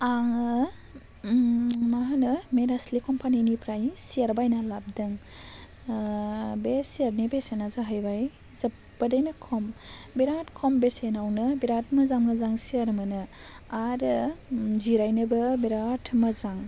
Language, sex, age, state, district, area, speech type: Bodo, female, 18-30, Assam, Baksa, rural, spontaneous